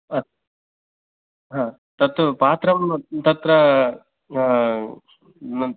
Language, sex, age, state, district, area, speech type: Sanskrit, male, 18-30, Karnataka, Uttara Kannada, rural, conversation